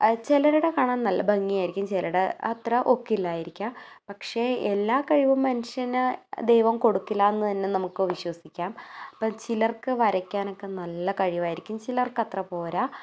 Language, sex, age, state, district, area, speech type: Malayalam, female, 18-30, Kerala, Idukki, rural, spontaneous